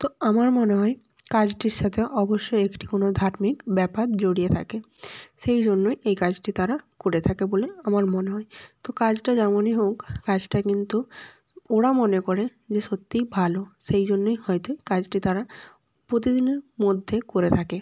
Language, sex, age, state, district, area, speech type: Bengali, female, 18-30, West Bengal, North 24 Parganas, rural, spontaneous